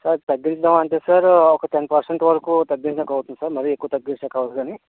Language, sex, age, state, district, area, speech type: Telugu, male, 60+, Andhra Pradesh, Vizianagaram, rural, conversation